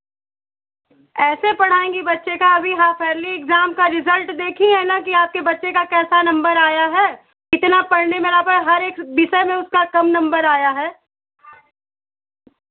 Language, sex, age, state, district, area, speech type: Hindi, female, 30-45, Uttar Pradesh, Chandauli, rural, conversation